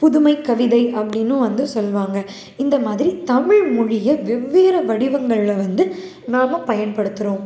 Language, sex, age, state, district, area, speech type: Tamil, female, 18-30, Tamil Nadu, Salem, urban, spontaneous